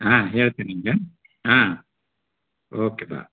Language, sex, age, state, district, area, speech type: Kannada, male, 45-60, Karnataka, Koppal, rural, conversation